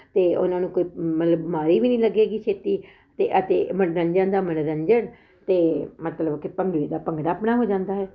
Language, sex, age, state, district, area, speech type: Punjabi, female, 45-60, Punjab, Ludhiana, urban, spontaneous